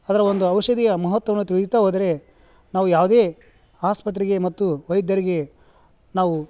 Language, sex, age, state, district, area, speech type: Kannada, male, 45-60, Karnataka, Gadag, rural, spontaneous